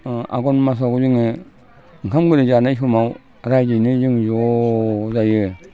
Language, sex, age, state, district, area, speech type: Bodo, male, 60+, Assam, Udalguri, rural, spontaneous